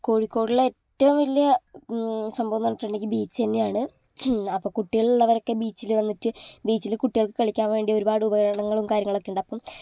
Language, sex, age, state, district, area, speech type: Malayalam, female, 18-30, Kerala, Kozhikode, urban, spontaneous